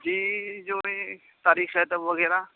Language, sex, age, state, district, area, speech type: Urdu, male, 18-30, Uttar Pradesh, Saharanpur, urban, conversation